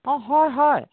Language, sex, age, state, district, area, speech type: Assamese, female, 60+, Assam, Dibrugarh, rural, conversation